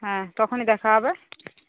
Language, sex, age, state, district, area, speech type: Bengali, female, 30-45, West Bengal, Uttar Dinajpur, urban, conversation